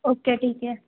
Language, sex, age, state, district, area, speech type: Hindi, female, 18-30, Madhya Pradesh, Harda, urban, conversation